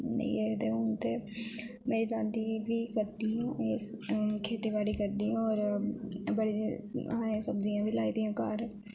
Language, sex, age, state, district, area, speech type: Dogri, female, 18-30, Jammu and Kashmir, Jammu, rural, spontaneous